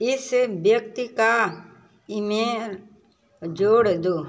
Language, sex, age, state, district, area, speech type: Hindi, female, 30-45, Uttar Pradesh, Bhadohi, rural, read